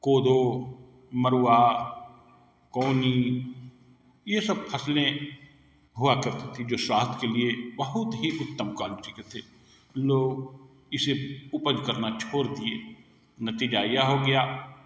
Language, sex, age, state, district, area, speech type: Hindi, male, 60+, Bihar, Begusarai, urban, spontaneous